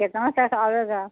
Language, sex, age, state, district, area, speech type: Urdu, female, 60+, Bihar, Gaya, urban, conversation